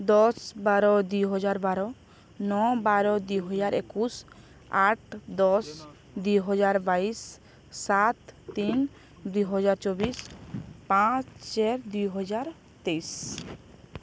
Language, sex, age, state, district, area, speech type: Odia, female, 30-45, Odisha, Balangir, urban, spontaneous